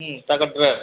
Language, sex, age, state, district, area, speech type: Odia, male, 45-60, Odisha, Nuapada, urban, conversation